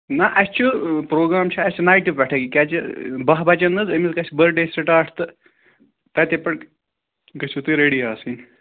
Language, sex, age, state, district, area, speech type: Kashmiri, male, 30-45, Jammu and Kashmir, Srinagar, urban, conversation